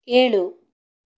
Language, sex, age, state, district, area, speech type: Kannada, female, 18-30, Karnataka, Davanagere, rural, read